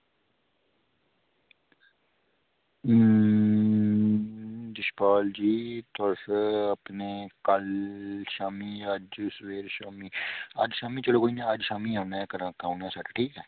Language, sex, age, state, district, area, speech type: Dogri, male, 30-45, Jammu and Kashmir, Udhampur, rural, conversation